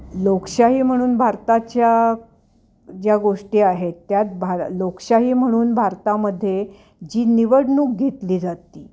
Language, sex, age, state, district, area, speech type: Marathi, female, 60+, Maharashtra, Ahmednagar, urban, spontaneous